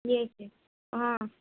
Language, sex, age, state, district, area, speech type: Urdu, other, 18-30, Uttar Pradesh, Mau, urban, conversation